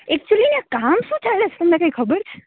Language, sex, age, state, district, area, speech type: Gujarati, female, 18-30, Gujarat, Rajkot, urban, conversation